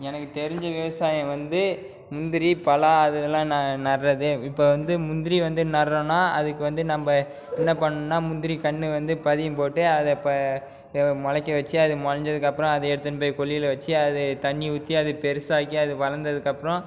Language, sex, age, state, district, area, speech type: Tamil, female, 18-30, Tamil Nadu, Cuddalore, rural, spontaneous